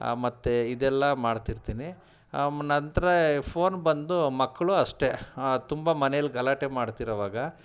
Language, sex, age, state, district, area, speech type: Kannada, male, 30-45, Karnataka, Kolar, urban, spontaneous